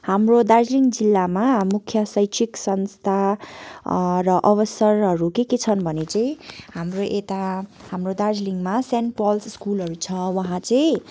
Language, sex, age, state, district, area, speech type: Nepali, female, 18-30, West Bengal, Darjeeling, rural, spontaneous